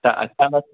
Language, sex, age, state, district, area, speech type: Sindhi, male, 18-30, Maharashtra, Thane, urban, conversation